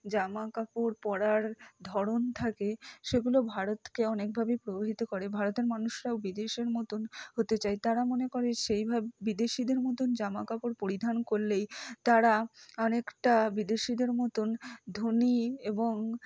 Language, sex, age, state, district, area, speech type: Bengali, female, 60+, West Bengal, Purba Bardhaman, urban, spontaneous